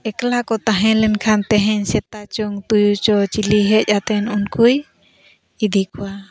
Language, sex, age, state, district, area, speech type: Santali, female, 45-60, Odisha, Mayurbhanj, rural, spontaneous